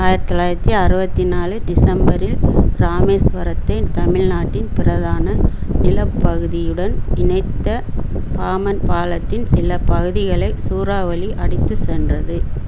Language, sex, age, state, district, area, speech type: Tamil, female, 60+, Tamil Nadu, Coimbatore, rural, read